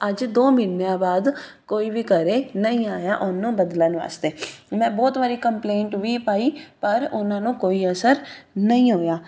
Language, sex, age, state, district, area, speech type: Punjabi, female, 18-30, Punjab, Fazilka, rural, spontaneous